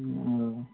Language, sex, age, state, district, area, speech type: Manipuri, male, 30-45, Manipur, Thoubal, rural, conversation